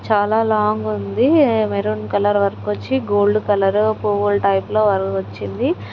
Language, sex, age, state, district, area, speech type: Telugu, female, 30-45, Andhra Pradesh, Palnadu, rural, spontaneous